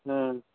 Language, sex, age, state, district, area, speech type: Maithili, male, 60+, Bihar, Purnia, urban, conversation